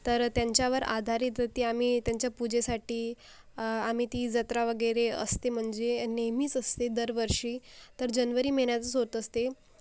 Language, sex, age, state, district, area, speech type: Marathi, female, 18-30, Maharashtra, Akola, rural, spontaneous